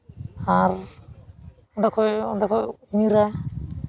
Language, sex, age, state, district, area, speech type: Santali, male, 18-30, West Bengal, Uttar Dinajpur, rural, spontaneous